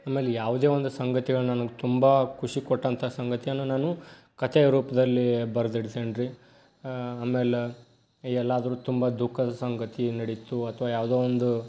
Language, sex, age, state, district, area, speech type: Kannada, male, 18-30, Karnataka, Dharwad, urban, spontaneous